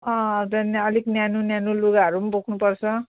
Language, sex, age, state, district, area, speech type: Nepali, female, 45-60, West Bengal, Jalpaiguri, rural, conversation